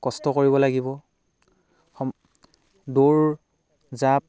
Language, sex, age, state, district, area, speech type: Assamese, male, 45-60, Assam, Dhemaji, rural, spontaneous